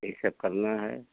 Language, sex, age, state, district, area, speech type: Hindi, male, 60+, Uttar Pradesh, Mau, rural, conversation